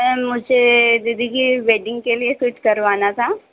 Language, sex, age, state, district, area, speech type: Hindi, female, 18-30, Madhya Pradesh, Harda, rural, conversation